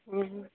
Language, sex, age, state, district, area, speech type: Maithili, female, 18-30, Bihar, Madhepura, rural, conversation